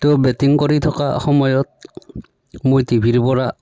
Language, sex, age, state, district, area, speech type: Assamese, male, 30-45, Assam, Barpeta, rural, spontaneous